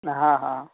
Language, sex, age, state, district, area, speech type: Hindi, male, 30-45, Madhya Pradesh, Gwalior, rural, conversation